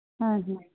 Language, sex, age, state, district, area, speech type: Bengali, female, 60+, West Bengal, Nadia, rural, conversation